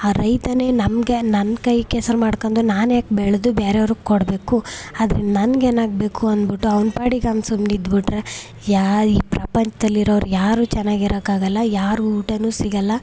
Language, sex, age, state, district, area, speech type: Kannada, female, 18-30, Karnataka, Chamarajanagar, urban, spontaneous